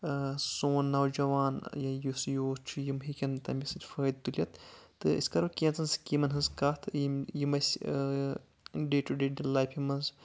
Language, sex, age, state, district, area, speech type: Kashmiri, male, 18-30, Jammu and Kashmir, Anantnag, rural, spontaneous